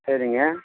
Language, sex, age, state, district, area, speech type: Tamil, male, 60+, Tamil Nadu, Dharmapuri, rural, conversation